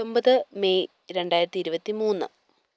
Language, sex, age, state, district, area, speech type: Malayalam, female, 18-30, Kerala, Idukki, rural, spontaneous